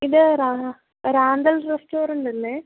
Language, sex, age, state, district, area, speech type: Malayalam, female, 18-30, Kerala, Kannur, urban, conversation